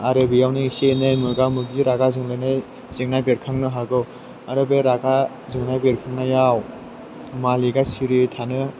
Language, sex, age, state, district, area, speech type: Bodo, male, 18-30, Assam, Chirang, rural, spontaneous